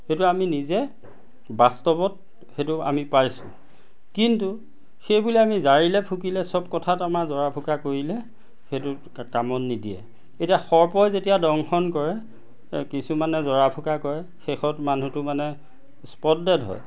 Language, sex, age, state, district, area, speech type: Assamese, male, 45-60, Assam, Majuli, urban, spontaneous